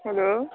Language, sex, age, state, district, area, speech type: Nepali, female, 18-30, West Bengal, Jalpaiguri, rural, conversation